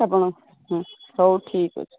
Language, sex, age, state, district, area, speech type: Odia, female, 45-60, Odisha, Balasore, rural, conversation